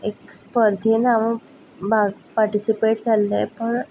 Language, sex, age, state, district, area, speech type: Goan Konkani, female, 18-30, Goa, Ponda, rural, spontaneous